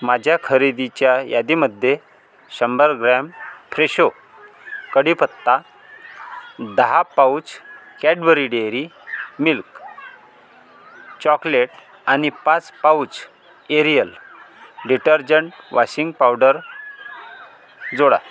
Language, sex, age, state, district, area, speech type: Marathi, male, 45-60, Maharashtra, Amravati, rural, read